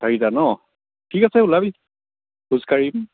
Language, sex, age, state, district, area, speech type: Assamese, male, 18-30, Assam, Sivasagar, rural, conversation